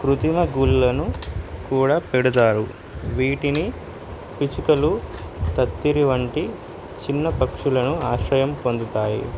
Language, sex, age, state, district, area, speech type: Telugu, male, 18-30, Telangana, Suryapet, urban, spontaneous